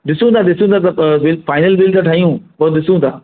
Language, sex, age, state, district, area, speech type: Sindhi, male, 45-60, Maharashtra, Mumbai Suburban, urban, conversation